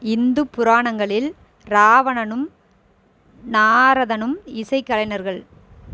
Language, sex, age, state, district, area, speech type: Tamil, female, 30-45, Tamil Nadu, Erode, rural, read